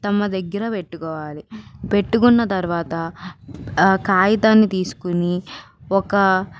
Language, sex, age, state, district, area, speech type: Telugu, female, 18-30, Andhra Pradesh, Vizianagaram, urban, spontaneous